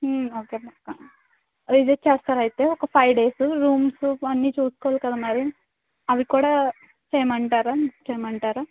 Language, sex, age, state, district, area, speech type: Telugu, female, 18-30, Andhra Pradesh, Kakinada, urban, conversation